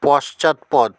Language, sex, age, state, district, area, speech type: Bengali, male, 45-60, West Bengal, South 24 Parganas, rural, read